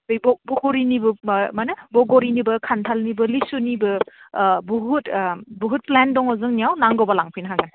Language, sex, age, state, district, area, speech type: Bodo, female, 18-30, Assam, Udalguri, urban, conversation